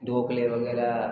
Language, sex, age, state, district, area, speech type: Hindi, male, 60+, Rajasthan, Jodhpur, urban, spontaneous